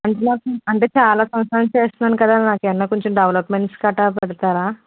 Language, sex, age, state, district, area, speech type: Telugu, female, 18-30, Telangana, Karimnagar, rural, conversation